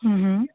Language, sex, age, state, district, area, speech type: Sindhi, female, 30-45, Gujarat, Kutch, rural, conversation